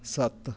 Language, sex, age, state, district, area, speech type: Punjabi, male, 30-45, Punjab, Rupnagar, rural, read